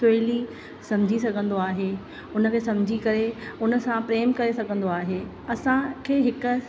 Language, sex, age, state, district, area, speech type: Sindhi, female, 30-45, Maharashtra, Thane, urban, spontaneous